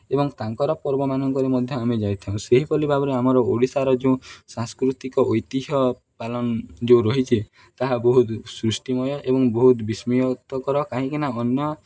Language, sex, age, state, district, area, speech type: Odia, male, 18-30, Odisha, Nuapada, urban, spontaneous